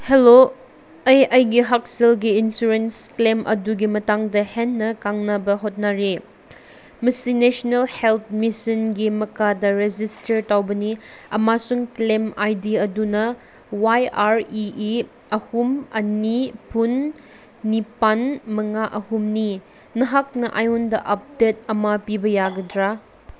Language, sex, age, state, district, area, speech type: Manipuri, female, 18-30, Manipur, Senapati, rural, read